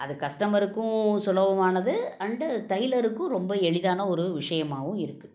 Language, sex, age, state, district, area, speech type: Tamil, female, 60+, Tamil Nadu, Salem, rural, spontaneous